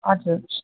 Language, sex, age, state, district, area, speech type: Nepali, female, 18-30, West Bengal, Darjeeling, rural, conversation